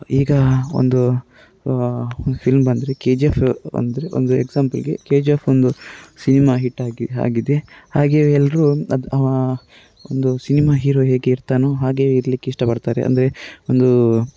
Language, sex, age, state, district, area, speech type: Kannada, male, 30-45, Karnataka, Dakshina Kannada, rural, spontaneous